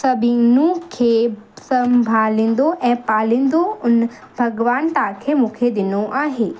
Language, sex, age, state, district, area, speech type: Sindhi, female, 18-30, Madhya Pradesh, Katni, urban, read